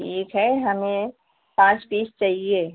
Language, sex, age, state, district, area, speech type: Hindi, female, 45-60, Uttar Pradesh, Pratapgarh, rural, conversation